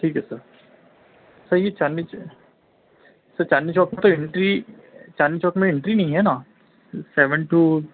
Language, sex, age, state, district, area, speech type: Urdu, male, 30-45, Delhi, Central Delhi, urban, conversation